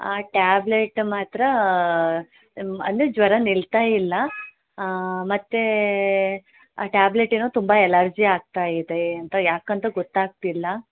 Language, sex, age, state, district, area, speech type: Kannada, female, 18-30, Karnataka, Hassan, urban, conversation